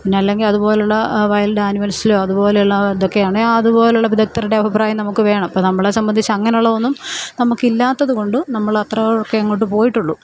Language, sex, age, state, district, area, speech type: Malayalam, female, 45-60, Kerala, Alappuzha, urban, spontaneous